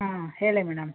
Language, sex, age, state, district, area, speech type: Kannada, female, 60+, Karnataka, Mandya, rural, conversation